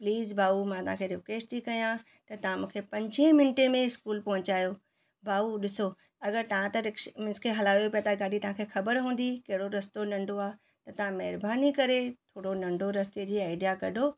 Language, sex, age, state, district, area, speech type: Sindhi, female, 45-60, Gujarat, Surat, urban, spontaneous